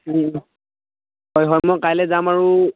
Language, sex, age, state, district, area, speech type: Assamese, male, 18-30, Assam, Dhemaji, rural, conversation